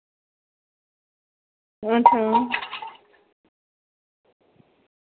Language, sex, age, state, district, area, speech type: Dogri, female, 18-30, Jammu and Kashmir, Samba, rural, conversation